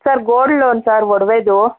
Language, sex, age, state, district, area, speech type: Kannada, female, 45-60, Karnataka, Chikkaballapur, rural, conversation